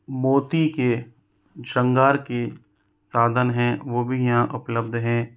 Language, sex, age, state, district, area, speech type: Hindi, male, 45-60, Rajasthan, Jaipur, urban, spontaneous